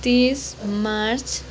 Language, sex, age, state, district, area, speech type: Nepali, female, 18-30, West Bengal, Kalimpong, rural, spontaneous